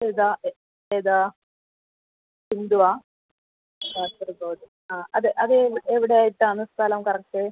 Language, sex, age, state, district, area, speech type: Malayalam, female, 30-45, Kerala, Kasaragod, rural, conversation